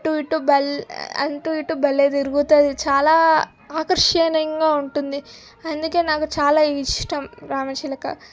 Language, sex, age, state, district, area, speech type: Telugu, female, 18-30, Telangana, Medak, rural, spontaneous